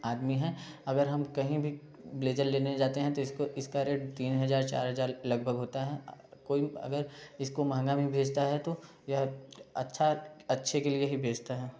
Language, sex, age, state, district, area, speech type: Hindi, male, 18-30, Uttar Pradesh, Prayagraj, urban, spontaneous